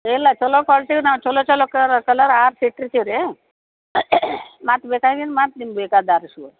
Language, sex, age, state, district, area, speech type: Kannada, female, 60+, Karnataka, Gadag, rural, conversation